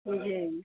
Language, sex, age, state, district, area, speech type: Maithili, female, 30-45, Bihar, Supaul, rural, conversation